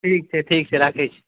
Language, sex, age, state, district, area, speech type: Maithili, male, 30-45, Bihar, Darbhanga, rural, conversation